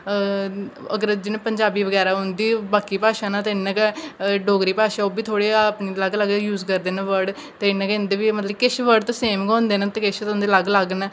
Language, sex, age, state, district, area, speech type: Dogri, female, 18-30, Jammu and Kashmir, Jammu, rural, spontaneous